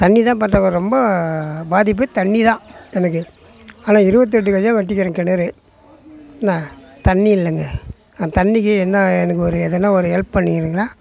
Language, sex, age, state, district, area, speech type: Tamil, male, 60+, Tamil Nadu, Tiruvannamalai, rural, spontaneous